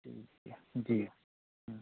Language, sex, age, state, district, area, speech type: Hindi, male, 18-30, Uttar Pradesh, Azamgarh, rural, conversation